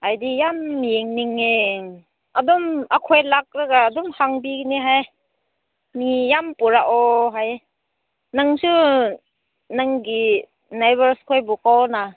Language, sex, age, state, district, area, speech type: Manipuri, female, 30-45, Manipur, Senapati, rural, conversation